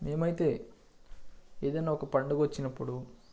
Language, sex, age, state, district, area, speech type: Telugu, male, 18-30, Telangana, Nalgonda, rural, spontaneous